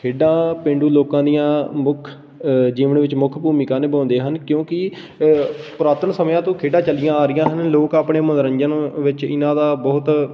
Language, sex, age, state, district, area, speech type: Punjabi, male, 18-30, Punjab, Patiala, rural, spontaneous